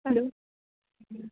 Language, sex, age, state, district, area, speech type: Maithili, female, 30-45, Bihar, Purnia, urban, conversation